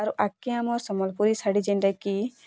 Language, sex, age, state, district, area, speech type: Odia, female, 18-30, Odisha, Bargarh, urban, spontaneous